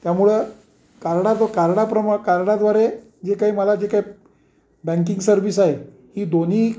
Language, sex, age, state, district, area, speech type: Marathi, male, 60+, Maharashtra, Kolhapur, urban, spontaneous